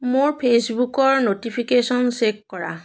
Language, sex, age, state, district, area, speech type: Assamese, female, 45-60, Assam, Biswanath, rural, read